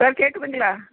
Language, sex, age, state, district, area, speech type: Tamil, female, 60+, Tamil Nadu, Nilgiris, rural, conversation